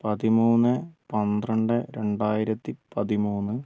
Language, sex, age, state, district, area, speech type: Malayalam, male, 30-45, Kerala, Wayanad, rural, spontaneous